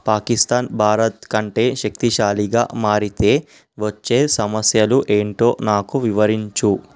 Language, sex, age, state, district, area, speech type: Telugu, male, 18-30, Telangana, Vikarabad, urban, read